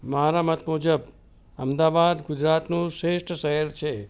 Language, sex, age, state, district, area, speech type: Gujarati, male, 60+, Gujarat, Ahmedabad, urban, spontaneous